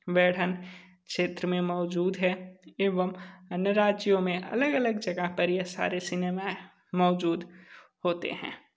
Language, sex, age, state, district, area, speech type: Hindi, male, 30-45, Uttar Pradesh, Sonbhadra, rural, spontaneous